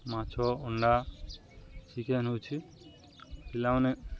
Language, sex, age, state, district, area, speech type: Odia, male, 30-45, Odisha, Nuapada, urban, spontaneous